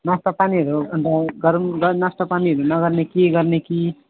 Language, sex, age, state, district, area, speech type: Nepali, male, 18-30, West Bengal, Alipurduar, rural, conversation